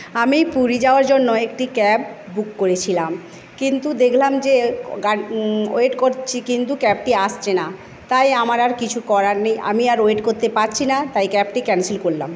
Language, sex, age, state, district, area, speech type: Bengali, female, 30-45, West Bengal, Paschim Medinipur, rural, spontaneous